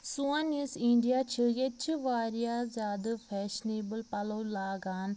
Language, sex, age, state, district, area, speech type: Kashmiri, female, 18-30, Jammu and Kashmir, Pulwama, rural, spontaneous